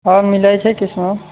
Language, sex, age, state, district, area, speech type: Maithili, male, 18-30, Bihar, Muzaffarpur, rural, conversation